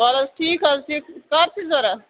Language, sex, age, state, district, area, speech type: Kashmiri, female, 18-30, Jammu and Kashmir, Budgam, rural, conversation